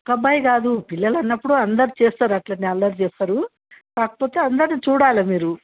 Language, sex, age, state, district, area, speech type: Telugu, female, 60+, Telangana, Hyderabad, urban, conversation